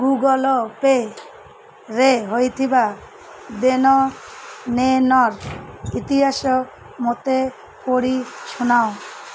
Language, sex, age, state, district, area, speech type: Odia, female, 30-45, Odisha, Malkangiri, urban, read